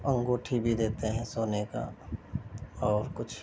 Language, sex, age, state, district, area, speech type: Urdu, male, 30-45, Uttar Pradesh, Gautam Buddha Nagar, rural, spontaneous